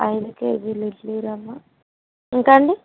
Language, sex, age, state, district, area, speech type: Telugu, female, 18-30, Andhra Pradesh, East Godavari, rural, conversation